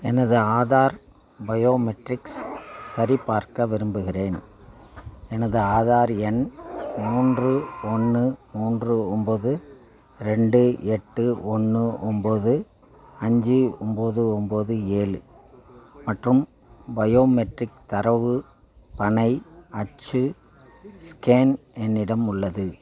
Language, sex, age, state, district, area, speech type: Tamil, male, 60+, Tamil Nadu, Thanjavur, rural, read